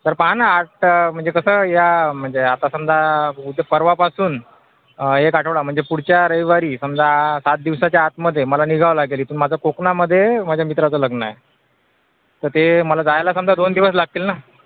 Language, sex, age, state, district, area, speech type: Marathi, male, 30-45, Maharashtra, Akola, urban, conversation